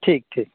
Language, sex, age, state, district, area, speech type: Urdu, male, 30-45, Bihar, Saharsa, rural, conversation